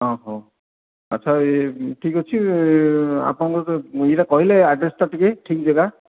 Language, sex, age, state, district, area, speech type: Odia, male, 60+, Odisha, Khordha, rural, conversation